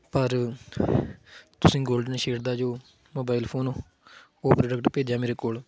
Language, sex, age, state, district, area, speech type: Punjabi, male, 30-45, Punjab, Tarn Taran, rural, spontaneous